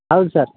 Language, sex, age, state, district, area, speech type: Kannada, male, 18-30, Karnataka, Bidar, rural, conversation